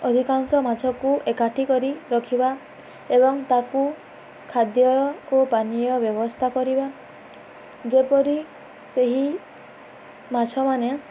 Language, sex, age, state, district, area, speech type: Odia, female, 18-30, Odisha, Balangir, urban, spontaneous